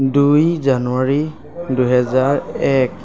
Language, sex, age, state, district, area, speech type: Assamese, male, 45-60, Assam, Lakhimpur, rural, spontaneous